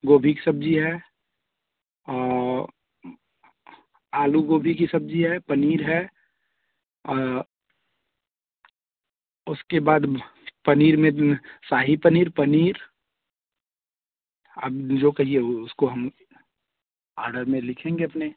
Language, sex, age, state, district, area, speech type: Hindi, male, 30-45, Uttar Pradesh, Varanasi, urban, conversation